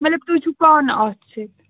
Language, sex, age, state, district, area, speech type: Kashmiri, female, 18-30, Jammu and Kashmir, Ganderbal, rural, conversation